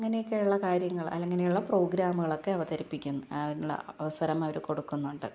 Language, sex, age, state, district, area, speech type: Malayalam, female, 30-45, Kerala, Thiruvananthapuram, rural, spontaneous